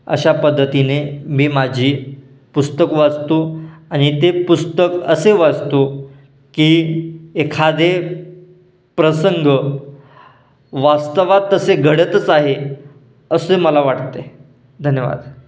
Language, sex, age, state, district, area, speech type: Marathi, male, 18-30, Maharashtra, Satara, urban, spontaneous